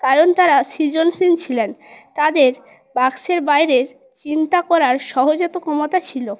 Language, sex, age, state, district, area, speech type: Bengali, female, 18-30, West Bengal, Purba Medinipur, rural, spontaneous